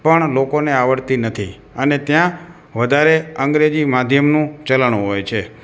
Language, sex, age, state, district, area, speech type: Gujarati, male, 60+, Gujarat, Morbi, rural, spontaneous